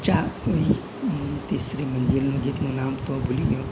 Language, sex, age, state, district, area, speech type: Gujarati, male, 60+, Gujarat, Rajkot, rural, spontaneous